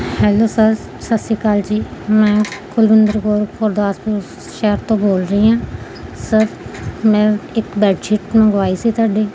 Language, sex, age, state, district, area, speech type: Punjabi, female, 30-45, Punjab, Gurdaspur, urban, spontaneous